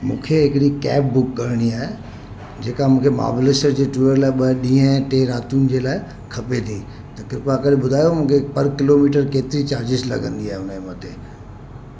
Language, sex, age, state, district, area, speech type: Sindhi, male, 45-60, Maharashtra, Mumbai Suburban, urban, spontaneous